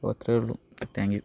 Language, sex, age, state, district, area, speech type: Malayalam, male, 18-30, Kerala, Wayanad, rural, spontaneous